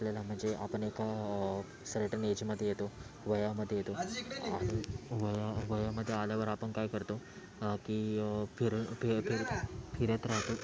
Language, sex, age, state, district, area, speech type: Marathi, male, 30-45, Maharashtra, Thane, urban, spontaneous